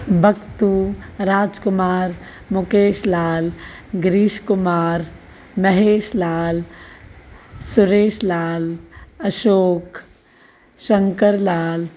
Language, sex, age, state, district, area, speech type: Sindhi, female, 45-60, Maharashtra, Thane, urban, spontaneous